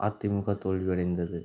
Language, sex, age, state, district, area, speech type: Tamil, male, 30-45, Tamil Nadu, Tiruchirappalli, rural, spontaneous